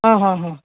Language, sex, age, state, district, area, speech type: Kannada, female, 60+, Karnataka, Mandya, rural, conversation